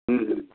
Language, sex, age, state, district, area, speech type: Nepali, male, 60+, West Bengal, Darjeeling, rural, conversation